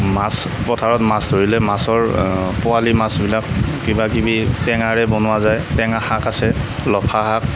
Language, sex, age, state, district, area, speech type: Assamese, male, 45-60, Assam, Darrang, rural, spontaneous